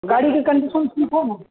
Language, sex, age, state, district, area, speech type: Urdu, male, 18-30, Bihar, Purnia, rural, conversation